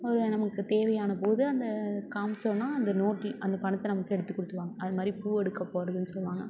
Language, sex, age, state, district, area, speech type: Tamil, female, 18-30, Tamil Nadu, Thanjavur, rural, spontaneous